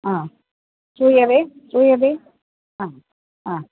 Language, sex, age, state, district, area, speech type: Sanskrit, female, 60+, Kerala, Kannur, urban, conversation